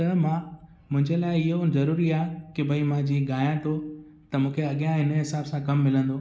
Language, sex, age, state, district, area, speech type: Sindhi, male, 18-30, Gujarat, Kutch, urban, spontaneous